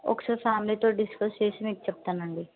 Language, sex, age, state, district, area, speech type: Telugu, female, 18-30, Telangana, Sangareddy, urban, conversation